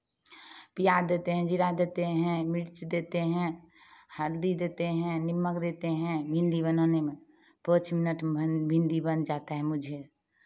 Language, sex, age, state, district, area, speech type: Hindi, female, 45-60, Bihar, Begusarai, rural, spontaneous